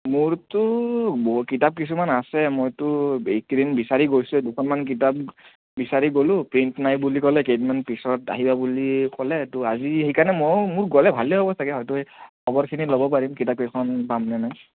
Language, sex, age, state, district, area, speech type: Assamese, male, 18-30, Assam, Kamrup Metropolitan, urban, conversation